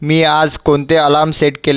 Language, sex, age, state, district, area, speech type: Marathi, male, 18-30, Maharashtra, Buldhana, urban, read